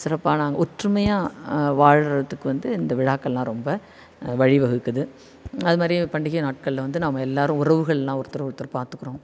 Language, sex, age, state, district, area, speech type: Tamil, female, 45-60, Tamil Nadu, Thanjavur, rural, spontaneous